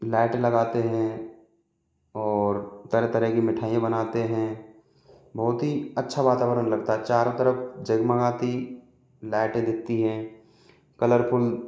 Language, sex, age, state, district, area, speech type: Hindi, male, 45-60, Rajasthan, Jaipur, urban, spontaneous